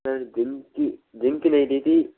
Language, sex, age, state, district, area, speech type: Hindi, male, 18-30, Rajasthan, Bharatpur, rural, conversation